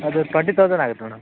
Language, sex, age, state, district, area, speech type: Kannada, male, 30-45, Karnataka, Vijayanagara, rural, conversation